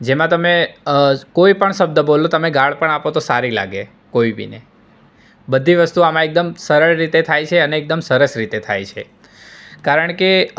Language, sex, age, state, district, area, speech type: Gujarati, male, 18-30, Gujarat, Surat, rural, spontaneous